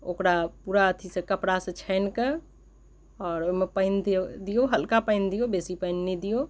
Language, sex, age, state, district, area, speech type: Maithili, other, 60+, Bihar, Madhubani, urban, spontaneous